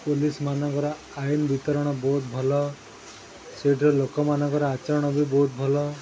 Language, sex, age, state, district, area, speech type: Odia, male, 30-45, Odisha, Sundergarh, urban, spontaneous